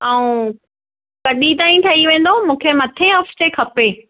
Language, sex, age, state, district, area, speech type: Sindhi, female, 30-45, Maharashtra, Thane, urban, conversation